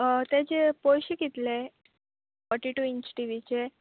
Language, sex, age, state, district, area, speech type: Goan Konkani, female, 18-30, Goa, Murmgao, rural, conversation